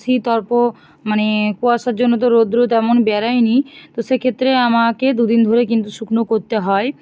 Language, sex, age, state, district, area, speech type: Bengali, female, 45-60, West Bengal, Bankura, urban, spontaneous